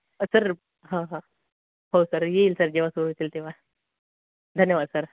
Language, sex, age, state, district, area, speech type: Marathi, male, 18-30, Maharashtra, Gadchiroli, rural, conversation